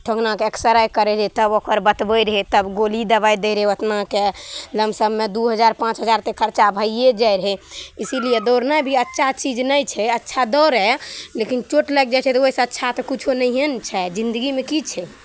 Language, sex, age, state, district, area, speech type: Maithili, female, 18-30, Bihar, Araria, urban, spontaneous